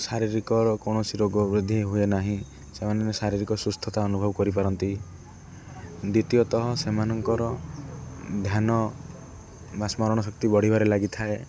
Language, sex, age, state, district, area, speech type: Odia, male, 18-30, Odisha, Kendrapara, urban, spontaneous